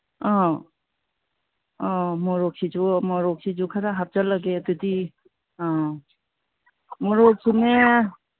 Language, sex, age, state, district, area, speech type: Manipuri, female, 60+, Manipur, Imphal East, rural, conversation